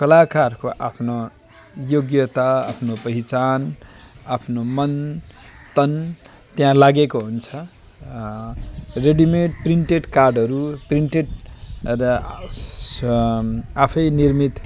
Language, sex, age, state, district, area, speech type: Nepali, male, 45-60, West Bengal, Jalpaiguri, rural, spontaneous